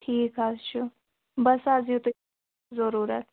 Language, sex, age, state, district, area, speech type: Kashmiri, female, 30-45, Jammu and Kashmir, Kulgam, rural, conversation